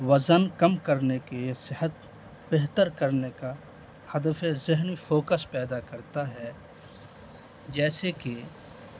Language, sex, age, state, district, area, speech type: Urdu, male, 18-30, Bihar, Madhubani, rural, spontaneous